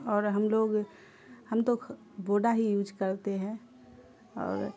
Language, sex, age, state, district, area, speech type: Urdu, female, 30-45, Bihar, Khagaria, rural, spontaneous